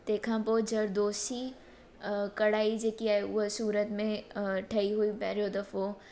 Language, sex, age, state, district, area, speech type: Sindhi, female, 18-30, Gujarat, Surat, urban, spontaneous